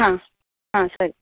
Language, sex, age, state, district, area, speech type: Kannada, female, 30-45, Karnataka, Udupi, rural, conversation